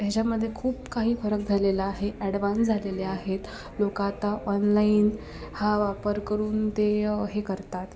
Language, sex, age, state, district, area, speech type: Marathi, female, 18-30, Maharashtra, Raigad, rural, spontaneous